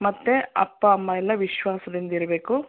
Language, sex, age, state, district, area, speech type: Kannada, female, 60+, Karnataka, Mysore, urban, conversation